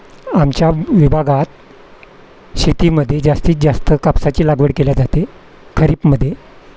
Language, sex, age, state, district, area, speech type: Marathi, male, 60+, Maharashtra, Wardha, rural, spontaneous